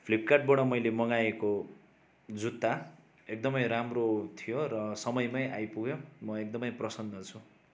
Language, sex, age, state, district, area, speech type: Nepali, male, 30-45, West Bengal, Darjeeling, rural, spontaneous